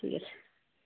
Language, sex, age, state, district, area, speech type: Assamese, female, 45-60, Assam, Dibrugarh, rural, conversation